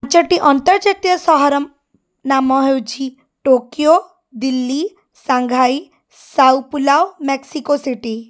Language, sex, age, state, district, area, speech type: Odia, female, 30-45, Odisha, Puri, urban, spontaneous